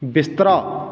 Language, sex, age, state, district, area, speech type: Punjabi, male, 18-30, Punjab, Patiala, rural, read